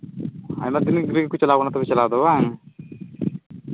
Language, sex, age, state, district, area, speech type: Santali, male, 18-30, Jharkhand, Pakur, rural, conversation